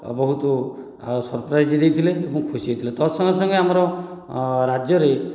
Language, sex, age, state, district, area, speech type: Odia, male, 45-60, Odisha, Dhenkanal, rural, spontaneous